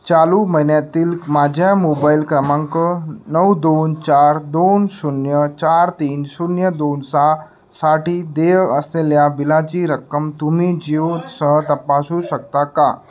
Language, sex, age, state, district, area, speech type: Marathi, male, 18-30, Maharashtra, Nagpur, urban, read